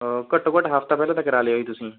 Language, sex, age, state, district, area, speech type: Punjabi, male, 18-30, Punjab, Rupnagar, rural, conversation